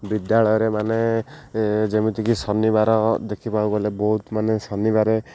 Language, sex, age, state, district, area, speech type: Odia, male, 18-30, Odisha, Ganjam, urban, spontaneous